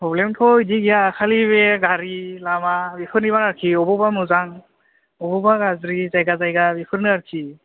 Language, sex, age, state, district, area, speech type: Bodo, male, 18-30, Assam, Chirang, urban, conversation